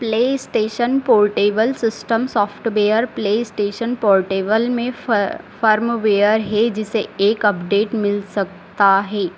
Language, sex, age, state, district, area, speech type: Hindi, female, 18-30, Madhya Pradesh, Harda, urban, read